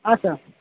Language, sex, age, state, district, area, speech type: Kannada, male, 18-30, Karnataka, Koppal, rural, conversation